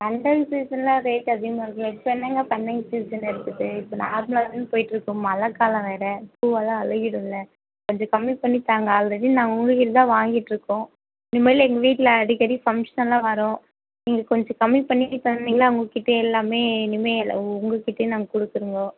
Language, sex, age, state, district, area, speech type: Tamil, female, 18-30, Tamil Nadu, Tirupattur, urban, conversation